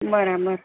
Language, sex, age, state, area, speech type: Gujarati, female, 30-45, Gujarat, urban, conversation